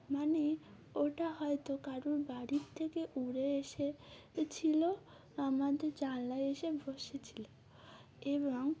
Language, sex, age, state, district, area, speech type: Bengali, female, 18-30, West Bengal, Uttar Dinajpur, urban, spontaneous